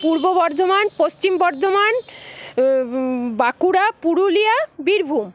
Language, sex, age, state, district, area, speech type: Bengali, female, 45-60, West Bengal, Paschim Bardhaman, urban, spontaneous